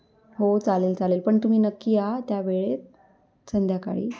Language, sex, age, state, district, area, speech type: Marathi, female, 18-30, Maharashtra, Nashik, urban, spontaneous